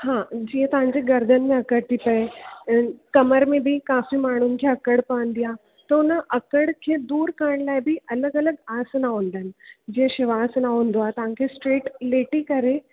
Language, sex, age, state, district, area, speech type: Sindhi, female, 18-30, Gujarat, Surat, urban, conversation